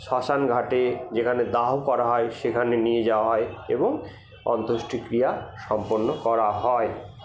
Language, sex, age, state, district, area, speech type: Bengali, male, 60+, West Bengal, Purba Bardhaman, rural, spontaneous